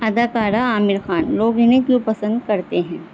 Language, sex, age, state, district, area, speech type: Urdu, female, 45-60, Delhi, North East Delhi, urban, spontaneous